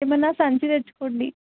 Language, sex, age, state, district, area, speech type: Telugu, female, 18-30, Telangana, Medak, urban, conversation